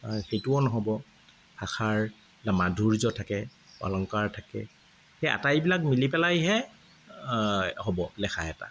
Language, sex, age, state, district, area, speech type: Assamese, male, 45-60, Assam, Kamrup Metropolitan, urban, spontaneous